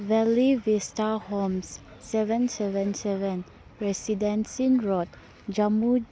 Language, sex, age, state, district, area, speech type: Manipuri, female, 18-30, Manipur, Churachandpur, rural, read